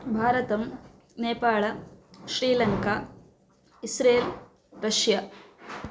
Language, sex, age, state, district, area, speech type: Sanskrit, female, 18-30, Karnataka, Chikkaballapur, rural, spontaneous